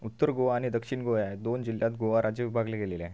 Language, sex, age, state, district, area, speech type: Marathi, male, 30-45, Maharashtra, Washim, rural, read